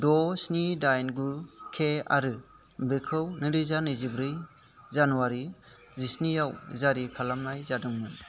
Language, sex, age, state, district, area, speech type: Bodo, male, 30-45, Assam, Kokrajhar, rural, read